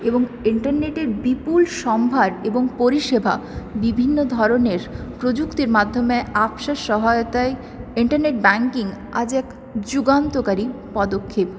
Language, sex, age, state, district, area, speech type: Bengali, female, 18-30, West Bengal, Purulia, urban, spontaneous